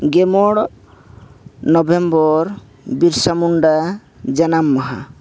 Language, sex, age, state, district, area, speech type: Santali, male, 30-45, Jharkhand, East Singhbhum, rural, spontaneous